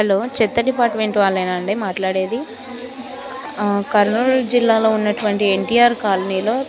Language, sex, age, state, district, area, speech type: Telugu, female, 30-45, Andhra Pradesh, Kurnool, rural, spontaneous